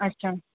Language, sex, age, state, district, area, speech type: Marathi, female, 30-45, Maharashtra, Mumbai Suburban, urban, conversation